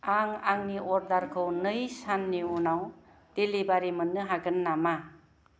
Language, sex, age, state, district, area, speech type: Bodo, female, 45-60, Assam, Kokrajhar, rural, read